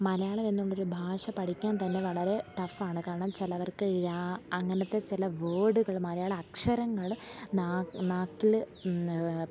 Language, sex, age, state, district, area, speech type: Malayalam, female, 18-30, Kerala, Alappuzha, rural, spontaneous